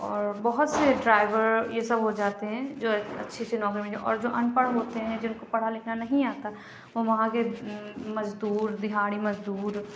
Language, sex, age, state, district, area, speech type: Urdu, female, 18-30, Uttar Pradesh, Lucknow, rural, spontaneous